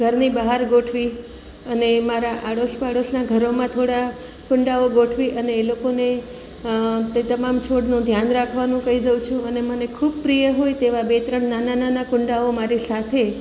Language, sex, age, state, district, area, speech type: Gujarati, female, 45-60, Gujarat, Surat, rural, spontaneous